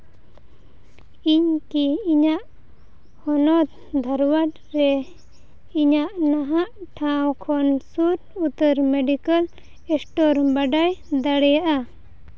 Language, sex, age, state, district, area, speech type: Santali, female, 18-30, Jharkhand, Seraikela Kharsawan, rural, read